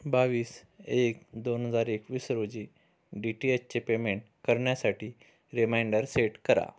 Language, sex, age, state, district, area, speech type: Marathi, male, 30-45, Maharashtra, Amravati, rural, read